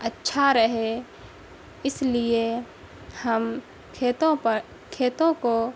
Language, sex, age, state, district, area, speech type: Urdu, female, 18-30, Bihar, Saharsa, rural, spontaneous